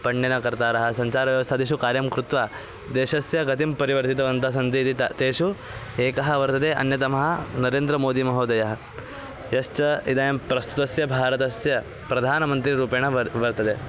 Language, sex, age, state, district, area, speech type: Sanskrit, male, 18-30, Maharashtra, Thane, urban, spontaneous